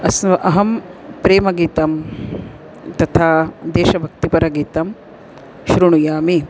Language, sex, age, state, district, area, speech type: Sanskrit, female, 45-60, Maharashtra, Nagpur, urban, spontaneous